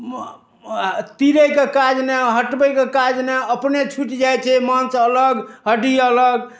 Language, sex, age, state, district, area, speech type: Maithili, male, 60+, Bihar, Darbhanga, rural, spontaneous